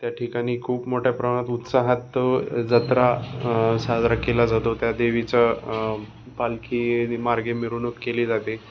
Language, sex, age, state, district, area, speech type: Marathi, male, 30-45, Maharashtra, Osmanabad, rural, spontaneous